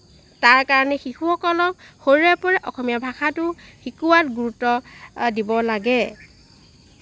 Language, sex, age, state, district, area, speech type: Assamese, female, 45-60, Assam, Lakhimpur, rural, spontaneous